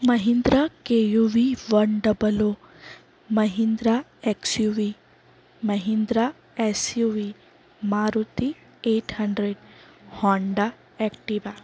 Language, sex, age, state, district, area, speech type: Gujarati, female, 30-45, Gujarat, Valsad, urban, spontaneous